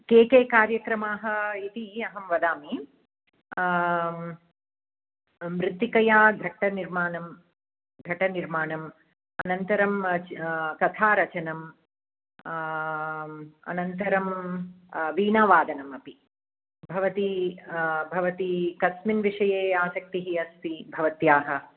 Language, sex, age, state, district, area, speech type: Sanskrit, female, 45-60, Andhra Pradesh, Krishna, urban, conversation